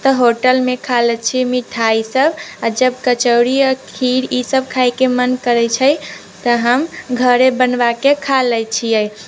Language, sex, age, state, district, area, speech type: Maithili, female, 18-30, Bihar, Muzaffarpur, rural, spontaneous